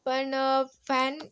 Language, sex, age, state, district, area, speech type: Marathi, female, 18-30, Maharashtra, Yavatmal, urban, spontaneous